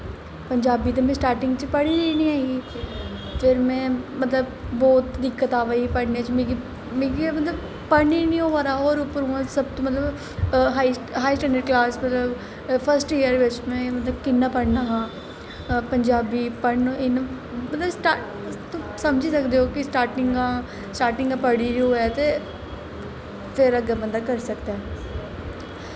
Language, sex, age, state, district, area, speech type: Dogri, female, 18-30, Jammu and Kashmir, Jammu, urban, spontaneous